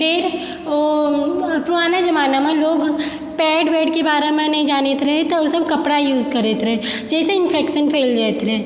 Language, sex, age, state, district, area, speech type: Maithili, female, 30-45, Bihar, Supaul, rural, spontaneous